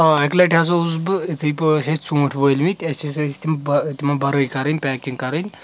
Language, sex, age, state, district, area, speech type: Kashmiri, male, 30-45, Jammu and Kashmir, Anantnag, rural, spontaneous